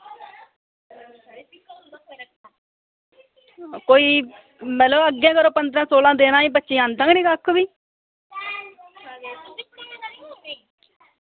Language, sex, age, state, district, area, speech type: Dogri, female, 30-45, Jammu and Kashmir, Udhampur, rural, conversation